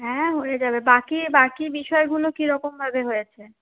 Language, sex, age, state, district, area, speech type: Bengali, female, 18-30, West Bengal, Purulia, urban, conversation